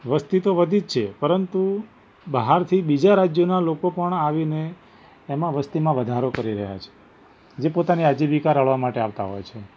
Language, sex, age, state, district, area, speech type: Gujarati, male, 45-60, Gujarat, Ahmedabad, urban, spontaneous